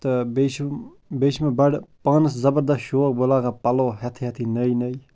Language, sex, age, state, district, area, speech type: Kashmiri, male, 30-45, Jammu and Kashmir, Bandipora, rural, spontaneous